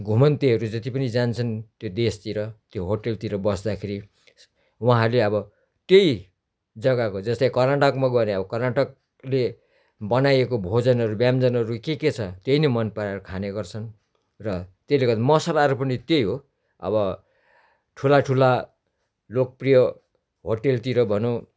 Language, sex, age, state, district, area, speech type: Nepali, male, 60+, West Bengal, Darjeeling, rural, spontaneous